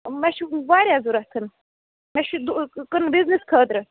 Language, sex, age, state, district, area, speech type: Kashmiri, female, 30-45, Jammu and Kashmir, Budgam, rural, conversation